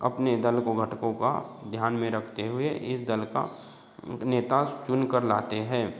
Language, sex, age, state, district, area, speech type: Hindi, male, 30-45, Madhya Pradesh, Betul, rural, spontaneous